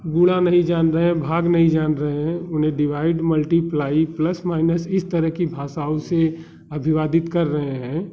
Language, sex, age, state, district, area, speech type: Hindi, male, 30-45, Uttar Pradesh, Bhadohi, urban, spontaneous